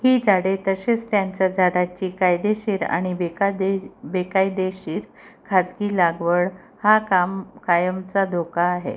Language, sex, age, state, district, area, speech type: Marathi, female, 45-60, Maharashtra, Amravati, urban, read